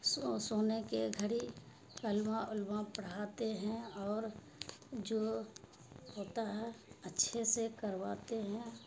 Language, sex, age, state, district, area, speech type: Urdu, female, 60+, Bihar, Khagaria, rural, spontaneous